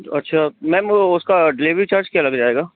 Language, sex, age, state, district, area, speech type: Hindi, male, 60+, Madhya Pradesh, Bhopal, urban, conversation